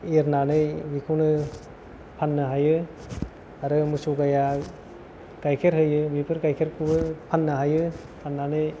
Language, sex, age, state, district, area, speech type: Bodo, male, 18-30, Assam, Kokrajhar, rural, spontaneous